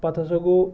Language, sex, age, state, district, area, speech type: Kashmiri, male, 30-45, Jammu and Kashmir, Pulwama, rural, spontaneous